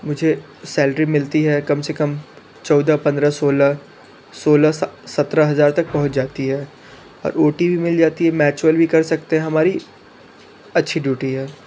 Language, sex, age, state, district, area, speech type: Hindi, male, 30-45, Uttar Pradesh, Sonbhadra, rural, spontaneous